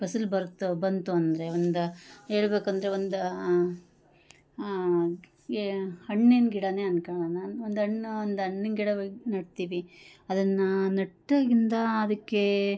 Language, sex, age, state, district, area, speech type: Kannada, female, 30-45, Karnataka, Chikkamagaluru, rural, spontaneous